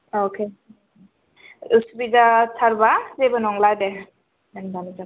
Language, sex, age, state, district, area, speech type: Bodo, female, 18-30, Assam, Kokrajhar, urban, conversation